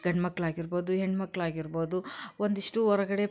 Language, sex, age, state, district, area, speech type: Kannada, female, 30-45, Karnataka, Koppal, rural, spontaneous